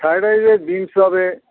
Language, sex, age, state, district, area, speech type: Bengali, male, 60+, West Bengal, South 24 Parganas, urban, conversation